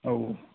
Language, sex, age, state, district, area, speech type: Bodo, male, 18-30, Assam, Udalguri, urban, conversation